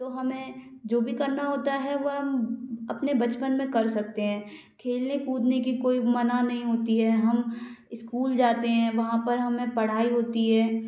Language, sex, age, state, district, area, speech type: Hindi, female, 18-30, Madhya Pradesh, Gwalior, rural, spontaneous